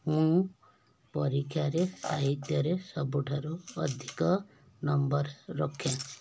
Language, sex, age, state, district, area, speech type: Odia, female, 45-60, Odisha, Kendujhar, urban, spontaneous